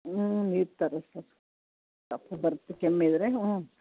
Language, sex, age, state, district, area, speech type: Kannada, female, 60+, Karnataka, Chitradurga, rural, conversation